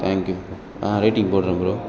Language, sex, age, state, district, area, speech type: Tamil, male, 18-30, Tamil Nadu, Perambalur, rural, spontaneous